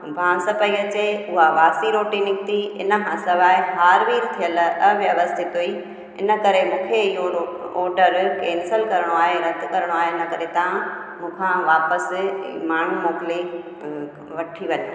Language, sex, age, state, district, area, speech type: Sindhi, female, 45-60, Gujarat, Junagadh, rural, spontaneous